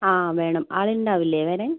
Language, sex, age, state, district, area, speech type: Malayalam, female, 18-30, Kerala, Kannur, rural, conversation